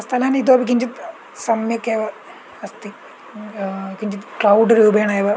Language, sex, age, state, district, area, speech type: Sanskrit, male, 18-30, Kerala, Idukki, urban, spontaneous